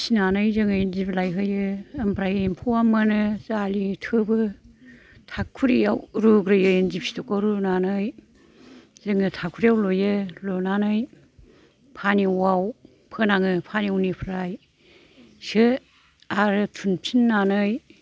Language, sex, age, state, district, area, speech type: Bodo, female, 60+, Assam, Kokrajhar, rural, spontaneous